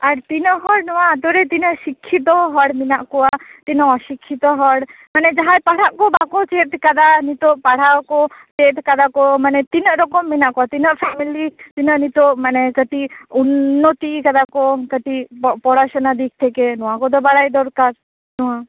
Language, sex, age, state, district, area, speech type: Santali, female, 18-30, West Bengal, Bankura, rural, conversation